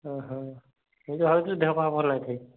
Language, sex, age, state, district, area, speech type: Odia, male, 30-45, Odisha, Subarnapur, urban, conversation